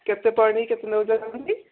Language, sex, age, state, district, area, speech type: Odia, female, 45-60, Odisha, Gajapati, rural, conversation